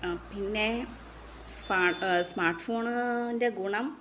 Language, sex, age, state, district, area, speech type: Malayalam, female, 30-45, Kerala, Thiruvananthapuram, rural, spontaneous